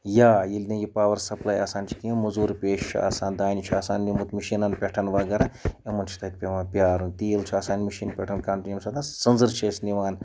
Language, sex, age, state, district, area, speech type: Kashmiri, male, 30-45, Jammu and Kashmir, Ganderbal, rural, spontaneous